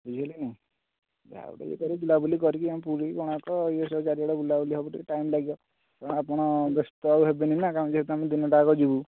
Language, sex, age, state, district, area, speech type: Odia, male, 18-30, Odisha, Nayagarh, rural, conversation